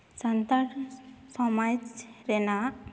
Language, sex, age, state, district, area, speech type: Santali, female, 18-30, West Bengal, Jhargram, rural, spontaneous